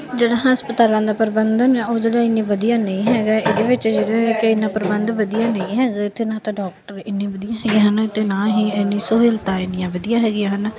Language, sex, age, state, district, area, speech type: Punjabi, female, 30-45, Punjab, Bathinda, rural, spontaneous